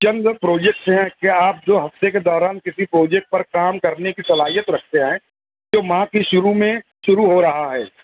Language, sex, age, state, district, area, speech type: Urdu, male, 45-60, Maharashtra, Nashik, urban, conversation